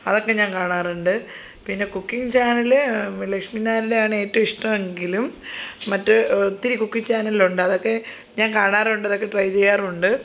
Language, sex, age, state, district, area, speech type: Malayalam, female, 30-45, Kerala, Thiruvananthapuram, rural, spontaneous